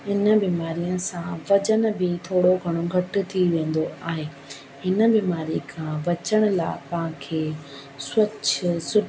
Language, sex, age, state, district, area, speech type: Sindhi, female, 18-30, Rajasthan, Ajmer, urban, spontaneous